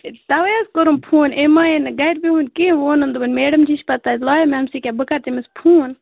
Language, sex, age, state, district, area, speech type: Kashmiri, other, 30-45, Jammu and Kashmir, Baramulla, urban, conversation